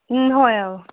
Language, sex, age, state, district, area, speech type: Assamese, female, 45-60, Assam, Charaideo, urban, conversation